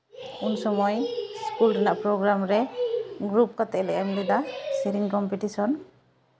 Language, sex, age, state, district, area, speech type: Santali, female, 30-45, West Bengal, Malda, rural, spontaneous